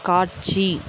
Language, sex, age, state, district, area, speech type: Tamil, female, 18-30, Tamil Nadu, Dharmapuri, rural, read